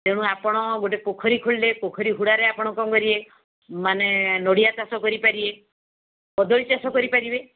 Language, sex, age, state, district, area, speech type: Odia, female, 45-60, Odisha, Balasore, rural, conversation